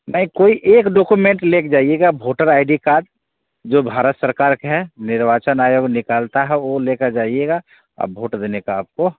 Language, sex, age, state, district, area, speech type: Hindi, male, 30-45, Bihar, Begusarai, urban, conversation